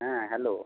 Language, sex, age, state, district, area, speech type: Bengali, male, 45-60, West Bengal, Purba Bardhaman, rural, conversation